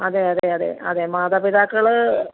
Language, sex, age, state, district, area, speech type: Malayalam, female, 30-45, Kerala, Kottayam, rural, conversation